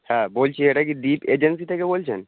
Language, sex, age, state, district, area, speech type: Bengali, male, 18-30, West Bengal, Howrah, urban, conversation